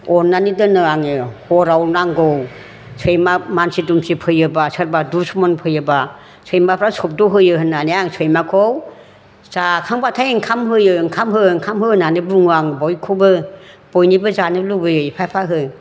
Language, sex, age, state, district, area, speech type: Bodo, female, 60+, Assam, Chirang, urban, spontaneous